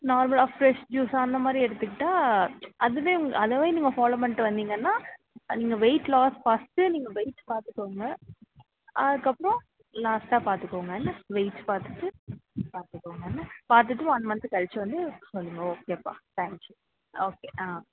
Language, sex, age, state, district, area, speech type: Tamil, female, 18-30, Tamil Nadu, Tirunelveli, rural, conversation